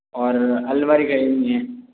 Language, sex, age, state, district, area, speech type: Hindi, male, 18-30, Rajasthan, Jodhpur, rural, conversation